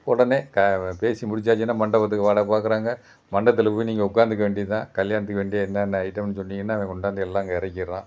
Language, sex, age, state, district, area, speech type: Tamil, male, 60+, Tamil Nadu, Thanjavur, rural, spontaneous